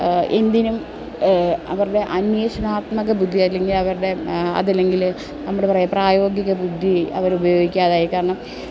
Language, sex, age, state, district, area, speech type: Malayalam, female, 30-45, Kerala, Alappuzha, urban, spontaneous